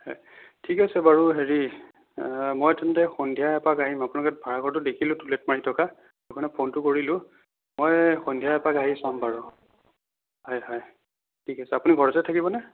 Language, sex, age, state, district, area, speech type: Assamese, female, 18-30, Assam, Sonitpur, rural, conversation